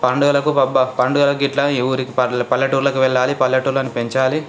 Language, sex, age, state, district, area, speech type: Telugu, male, 18-30, Telangana, Ranga Reddy, urban, spontaneous